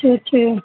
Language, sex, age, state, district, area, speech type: Urdu, male, 30-45, Bihar, Supaul, rural, conversation